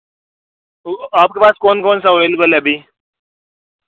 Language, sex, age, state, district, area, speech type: Hindi, male, 18-30, Rajasthan, Nagaur, urban, conversation